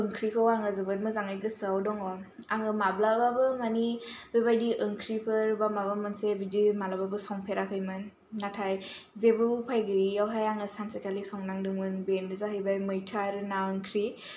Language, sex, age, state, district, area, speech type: Bodo, female, 18-30, Assam, Kokrajhar, urban, spontaneous